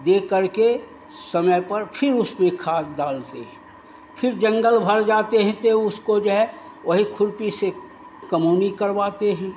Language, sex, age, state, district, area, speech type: Hindi, male, 60+, Bihar, Begusarai, rural, spontaneous